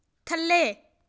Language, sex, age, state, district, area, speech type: Punjabi, female, 18-30, Punjab, Patiala, rural, read